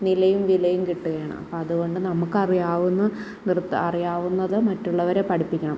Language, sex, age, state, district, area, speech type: Malayalam, female, 30-45, Kerala, Kottayam, rural, spontaneous